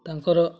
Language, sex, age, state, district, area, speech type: Odia, male, 18-30, Odisha, Mayurbhanj, rural, spontaneous